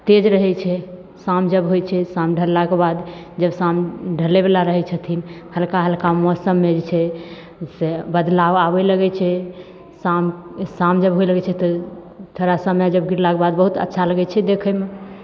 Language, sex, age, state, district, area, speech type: Maithili, female, 18-30, Bihar, Begusarai, rural, spontaneous